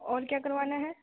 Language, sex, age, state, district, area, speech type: Urdu, female, 18-30, Delhi, Central Delhi, rural, conversation